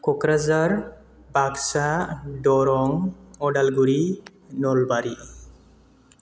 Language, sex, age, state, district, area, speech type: Bodo, male, 30-45, Assam, Chirang, rural, spontaneous